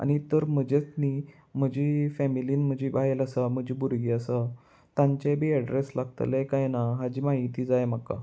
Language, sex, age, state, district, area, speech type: Goan Konkani, male, 18-30, Goa, Salcete, urban, spontaneous